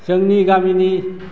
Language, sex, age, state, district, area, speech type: Bodo, male, 60+, Assam, Chirang, rural, spontaneous